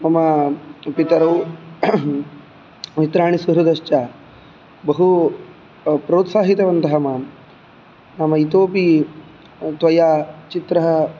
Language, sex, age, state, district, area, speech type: Sanskrit, male, 18-30, Karnataka, Udupi, urban, spontaneous